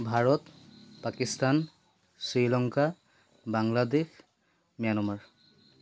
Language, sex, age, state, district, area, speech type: Assamese, male, 30-45, Assam, Charaideo, urban, spontaneous